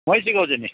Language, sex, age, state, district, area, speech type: Nepali, male, 30-45, West Bengal, Darjeeling, rural, conversation